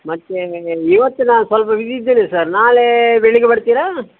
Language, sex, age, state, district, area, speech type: Kannada, male, 45-60, Karnataka, Dakshina Kannada, rural, conversation